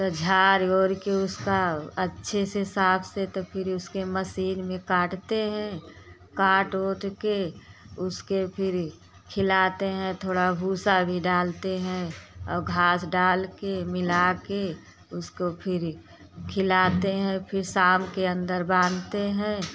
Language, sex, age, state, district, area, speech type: Hindi, female, 45-60, Uttar Pradesh, Prayagraj, urban, spontaneous